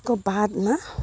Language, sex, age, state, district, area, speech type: Nepali, female, 45-60, West Bengal, Alipurduar, urban, spontaneous